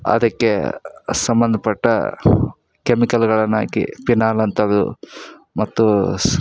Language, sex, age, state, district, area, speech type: Kannada, male, 30-45, Karnataka, Koppal, rural, spontaneous